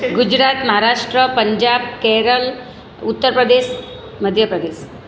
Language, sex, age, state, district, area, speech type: Gujarati, female, 45-60, Gujarat, Surat, rural, spontaneous